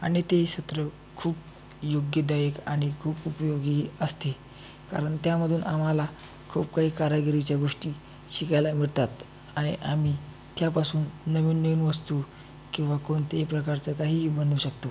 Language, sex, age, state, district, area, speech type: Marathi, male, 18-30, Maharashtra, Buldhana, urban, spontaneous